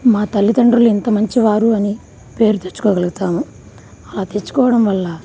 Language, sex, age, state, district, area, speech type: Telugu, female, 30-45, Andhra Pradesh, Nellore, rural, spontaneous